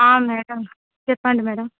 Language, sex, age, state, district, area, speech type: Telugu, female, 18-30, Andhra Pradesh, Visakhapatnam, urban, conversation